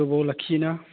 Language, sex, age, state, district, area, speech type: Bodo, male, 45-60, Assam, Baksa, urban, conversation